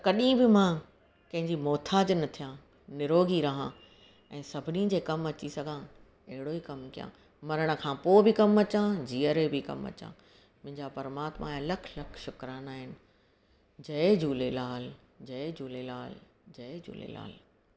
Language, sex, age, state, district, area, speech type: Sindhi, female, 45-60, Gujarat, Surat, urban, spontaneous